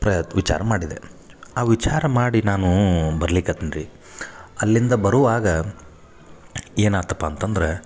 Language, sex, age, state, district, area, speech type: Kannada, male, 30-45, Karnataka, Dharwad, rural, spontaneous